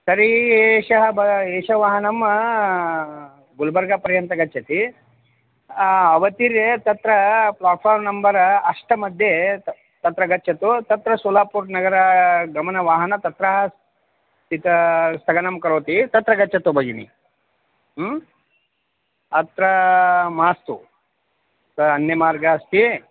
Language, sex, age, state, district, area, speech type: Sanskrit, male, 45-60, Karnataka, Vijayapura, urban, conversation